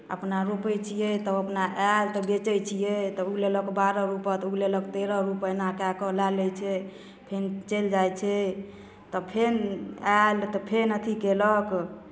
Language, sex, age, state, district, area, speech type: Maithili, female, 30-45, Bihar, Darbhanga, rural, spontaneous